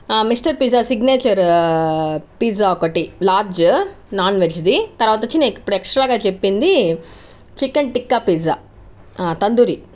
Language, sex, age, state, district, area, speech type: Telugu, female, 60+, Andhra Pradesh, Chittoor, rural, spontaneous